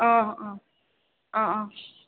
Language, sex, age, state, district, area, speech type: Assamese, female, 30-45, Assam, Goalpara, urban, conversation